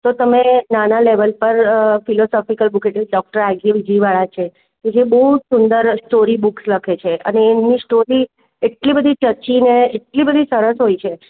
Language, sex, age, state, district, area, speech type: Gujarati, female, 45-60, Gujarat, Surat, urban, conversation